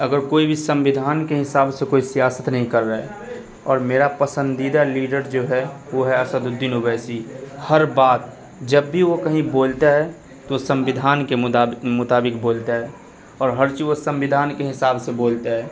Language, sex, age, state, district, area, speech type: Urdu, male, 18-30, Uttar Pradesh, Gautam Buddha Nagar, urban, spontaneous